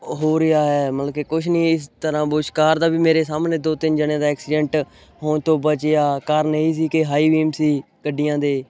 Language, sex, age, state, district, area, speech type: Punjabi, male, 18-30, Punjab, Hoshiarpur, rural, spontaneous